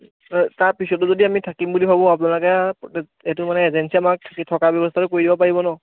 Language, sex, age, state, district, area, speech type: Assamese, male, 18-30, Assam, Majuli, urban, conversation